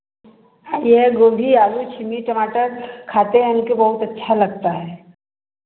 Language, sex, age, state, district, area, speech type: Hindi, female, 60+, Uttar Pradesh, Varanasi, rural, conversation